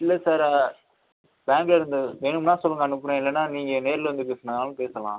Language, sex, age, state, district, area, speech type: Tamil, male, 30-45, Tamil Nadu, Pudukkottai, rural, conversation